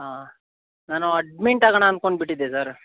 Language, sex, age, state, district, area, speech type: Kannada, male, 18-30, Karnataka, Kolar, rural, conversation